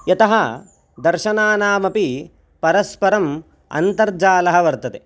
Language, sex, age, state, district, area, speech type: Sanskrit, male, 18-30, Karnataka, Chitradurga, rural, spontaneous